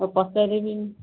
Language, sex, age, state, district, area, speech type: Odia, female, 45-60, Odisha, Ganjam, urban, conversation